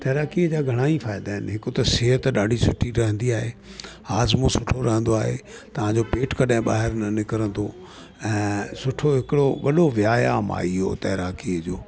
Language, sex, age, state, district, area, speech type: Sindhi, male, 60+, Delhi, South Delhi, urban, spontaneous